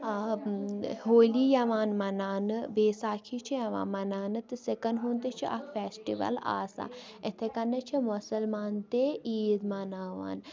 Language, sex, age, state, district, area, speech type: Kashmiri, female, 18-30, Jammu and Kashmir, Baramulla, rural, spontaneous